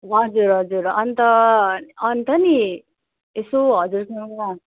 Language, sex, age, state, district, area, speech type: Nepali, female, 18-30, West Bengal, Darjeeling, rural, conversation